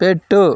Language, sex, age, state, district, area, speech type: Telugu, male, 45-60, Andhra Pradesh, Vizianagaram, rural, read